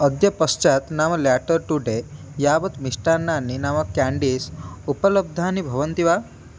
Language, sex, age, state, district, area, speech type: Sanskrit, male, 18-30, Odisha, Puri, urban, read